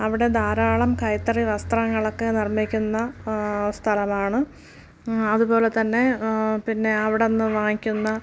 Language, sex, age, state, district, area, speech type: Malayalam, female, 30-45, Kerala, Thiruvananthapuram, rural, spontaneous